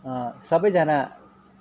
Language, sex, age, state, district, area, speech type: Nepali, male, 30-45, West Bengal, Kalimpong, rural, spontaneous